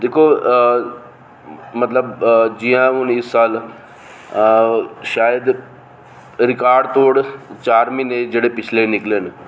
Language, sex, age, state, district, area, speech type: Dogri, male, 45-60, Jammu and Kashmir, Reasi, urban, spontaneous